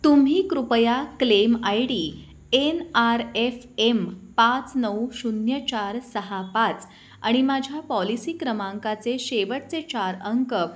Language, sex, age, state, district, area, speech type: Marathi, female, 30-45, Maharashtra, Kolhapur, urban, read